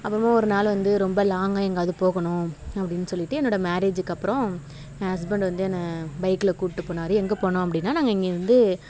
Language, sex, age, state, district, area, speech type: Tamil, female, 30-45, Tamil Nadu, Tiruvarur, urban, spontaneous